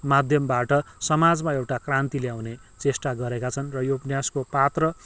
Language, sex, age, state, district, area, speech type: Nepali, male, 45-60, West Bengal, Kalimpong, rural, spontaneous